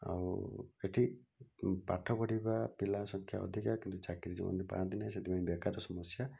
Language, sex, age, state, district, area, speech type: Odia, male, 45-60, Odisha, Bhadrak, rural, spontaneous